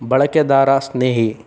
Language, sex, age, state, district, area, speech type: Kannada, male, 30-45, Karnataka, Chikkaballapur, rural, read